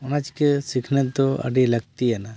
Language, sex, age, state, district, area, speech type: Santali, male, 30-45, Jharkhand, East Singhbhum, rural, spontaneous